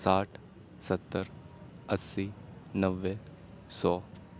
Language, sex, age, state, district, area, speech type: Urdu, male, 30-45, Uttar Pradesh, Aligarh, urban, spontaneous